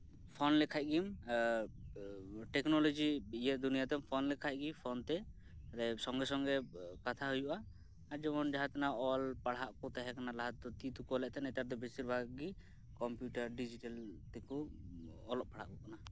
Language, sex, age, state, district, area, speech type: Santali, male, 18-30, West Bengal, Birbhum, rural, spontaneous